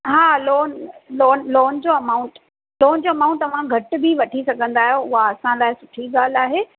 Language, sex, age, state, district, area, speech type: Sindhi, female, 30-45, Maharashtra, Thane, urban, conversation